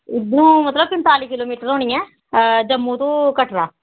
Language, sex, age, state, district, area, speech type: Dogri, female, 30-45, Jammu and Kashmir, Jammu, rural, conversation